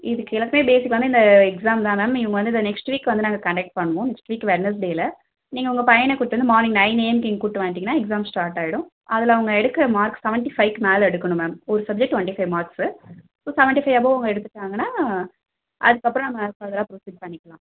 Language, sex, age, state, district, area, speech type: Tamil, female, 18-30, Tamil Nadu, Cuddalore, urban, conversation